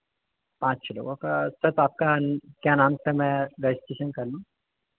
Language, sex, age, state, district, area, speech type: Hindi, male, 30-45, Madhya Pradesh, Hoshangabad, urban, conversation